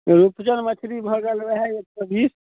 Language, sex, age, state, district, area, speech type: Maithili, male, 18-30, Bihar, Samastipur, urban, conversation